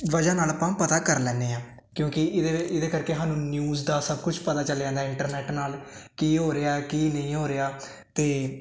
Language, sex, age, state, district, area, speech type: Punjabi, male, 18-30, Punjab, Hoshiarpur, rural, spontaneous